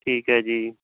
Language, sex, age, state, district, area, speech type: Punjabi, male, 45-60, Punjab, Mansa, rural, conversation